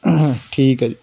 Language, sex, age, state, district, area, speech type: Punjabi, male, 18-30, Punjab, Fazilka, rural, spontaneous